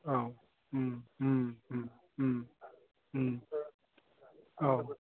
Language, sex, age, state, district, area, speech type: Bodo, male, 30-45, Assam, Udalguri, urban, conversation